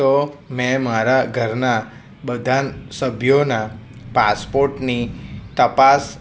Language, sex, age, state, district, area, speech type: Gujarati, male, 30-45, Gujarat, Kheda, rural, spontaneous